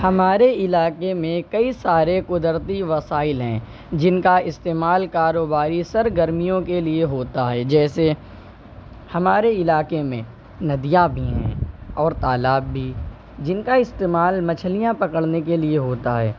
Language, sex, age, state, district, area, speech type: Urdu, male, 18-30, Uttar Pradesh, Shahjahanpur, rural, spontaneous